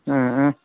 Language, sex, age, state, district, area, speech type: Manipuri, female, 60+, Manipur, Imphal East, urban, conversation